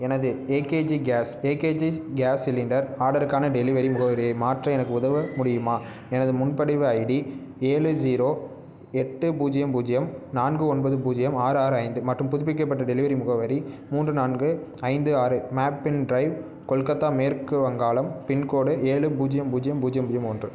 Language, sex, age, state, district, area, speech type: Tamil, male, 18-30, Tamil Nadu, Perambalur, rural, read